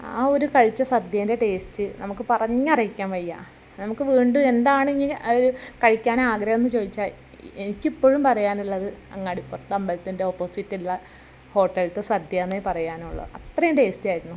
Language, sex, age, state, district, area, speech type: Malayalam, female, 45-60, Kerala, Malappuram, rural, spontaneous